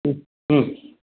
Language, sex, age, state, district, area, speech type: Sanskrit, male, 45-60, Karnataka, Dakshina Kannada, rural, conversation